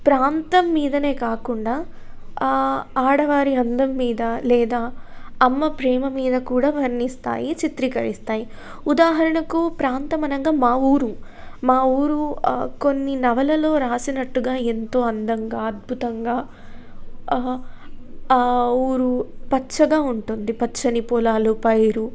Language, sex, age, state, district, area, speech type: Telugu, female, 18-30, Telangana, Jagtial, rural, spontaneous